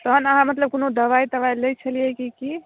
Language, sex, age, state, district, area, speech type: Maithili, female, 18-30, Bihar, Madhubani, rural, conversation